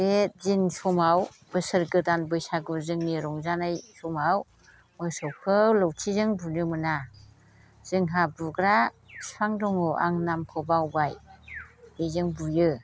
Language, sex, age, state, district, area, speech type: Bodo, female, 60+, Assam, Chirang, rural, spontaneous